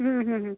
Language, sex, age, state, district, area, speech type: Bengali, female, 45-60, West Bengal, South 24 Parganas, rural, conversation